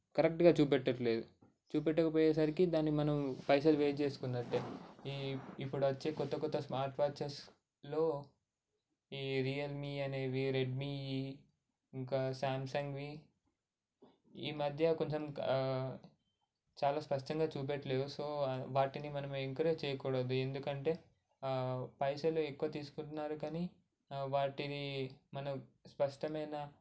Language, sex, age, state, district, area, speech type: Telugu, male, 18-30, Telangana, Ranga Reddy, urban, spontaneous